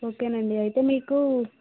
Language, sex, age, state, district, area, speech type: Telugu, female, 30-45, Andhra Pradesh, Vizianagaram, rural, conversation